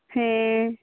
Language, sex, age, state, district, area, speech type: Santali, female, 30-45, Jharkhand, Pakur, rural, conversation